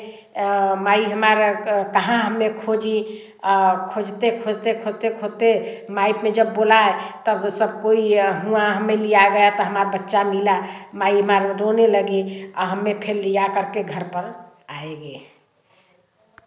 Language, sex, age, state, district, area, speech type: Hindi, female, 60+, Uttar Pradesh, Varanasi, rural, spontaneous